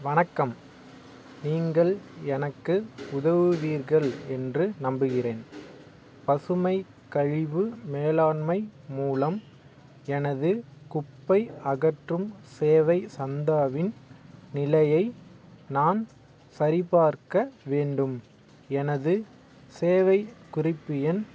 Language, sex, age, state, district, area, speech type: Tamil, male, 18-30, Tamil Nadu, Madurai, rural, read